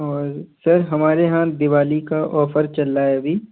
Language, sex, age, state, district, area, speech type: Hindi, male, 18-30, Madhya Pradesh, Gwalior, urban, conversation